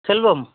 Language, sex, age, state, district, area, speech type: Tamil, male, 45-60, Tamil Nadu, Cuddalore, rural, conversation